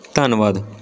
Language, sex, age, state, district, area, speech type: Punjabi, male, 18-30, Punjab, Patiala, rural, spontaneous